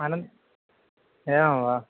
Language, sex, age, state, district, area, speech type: Sanskrit, male, 18-30, Kerala, Thiruvananthapuram, urban, conversation